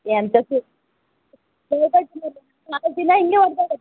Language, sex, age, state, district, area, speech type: Kannada, female, 45-60, Karnataka, Shimoga, rural, conversation